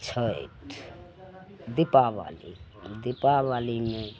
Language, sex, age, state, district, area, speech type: Maithili, female, 60+, Bihar, Madhepura, urban, spontaneous